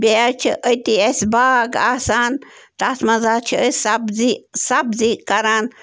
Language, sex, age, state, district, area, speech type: Kashmiri, female, 30-45, Jammu and Kashmir, Bandipora, rural, spontaneous